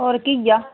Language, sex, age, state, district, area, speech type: Dogri, female, 45-60, Jammu and Kashmir, Udhampur, rural, conversation